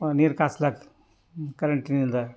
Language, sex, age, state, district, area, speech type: Kannada, male, 60+, Karnataka, Bidar, urban, spontaneous